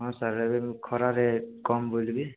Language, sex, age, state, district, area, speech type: Odia, male, 18-30, Odisha, Koraput, urban, conversation